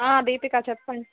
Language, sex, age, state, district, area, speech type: Telugu, female, 30-45, Telangana, Warangal, rural, conversation